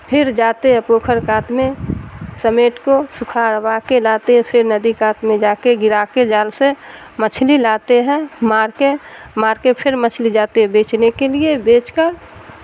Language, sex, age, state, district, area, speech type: Urdu, female, 60+, Bihar, Darbhanga, rural, spontaneous